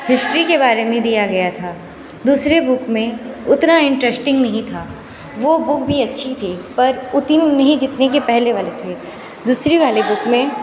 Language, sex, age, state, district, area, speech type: Hindi, female, 18-30, Uttar Pradesh, Sonbhadra, rural, spontaneous